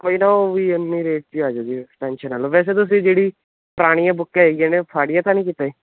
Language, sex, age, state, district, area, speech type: Punjabi, male, 18-30, Punjab, Ludhiana, urban, conversation